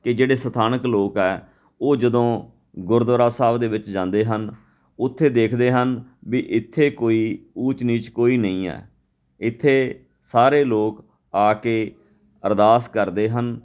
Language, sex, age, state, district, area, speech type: Punjabi, male, 45-60, Punjab, Fatehgarh Sahib, urban, spontaneous